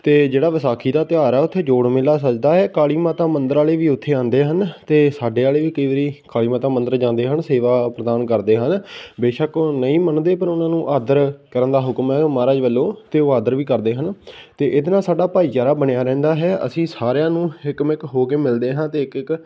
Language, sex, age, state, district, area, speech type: Punjabi, male, 18-30, Punjab, Patiala, rural, spontaneous